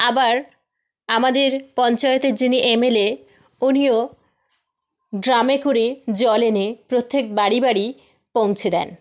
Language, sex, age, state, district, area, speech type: Bengali, female, 18-30, West Bengal, South 24 Parganas, rural, spontaneous